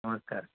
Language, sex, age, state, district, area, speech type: Marathi, male, 60+, Maharashtra, Thane, rural, conversation